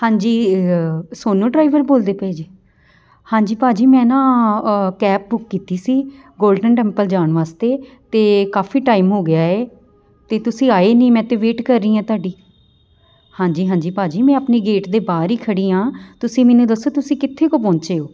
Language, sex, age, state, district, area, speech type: Punjabi, female, 30-45, Punjab, Amritsar, urban, spontaneous